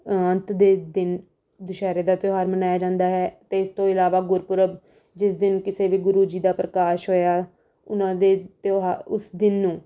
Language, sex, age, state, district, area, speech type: Punjabi, female, 18-30, Punjab, Rupnagar, urban, spontaneous